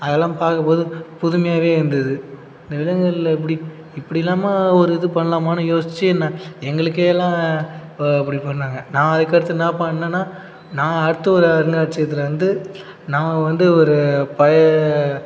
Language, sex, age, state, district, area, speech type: Tamil, male, 30-45, Tamil Nadu, Cuddalore, rural, spontaneous